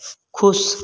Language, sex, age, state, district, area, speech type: Hindi, male, 18-30, Madhya Pradesh, Ujjain, rural, read